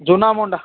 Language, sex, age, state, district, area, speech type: Marathi, male, 18-30, Maharashtra, Nanded, urban, conversation